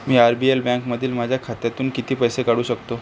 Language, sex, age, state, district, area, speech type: Marathi, male, 18-30, Maharashtra, Akola, rural, read